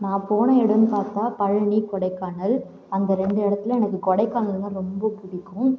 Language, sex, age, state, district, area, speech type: Tamil, female, 18-30, Tamil Nadu, Cuddalore, rural, spontaneous